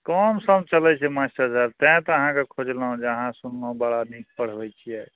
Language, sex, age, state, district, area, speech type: Maithili, male, 45-60, Bihar, Araria, rural, conversation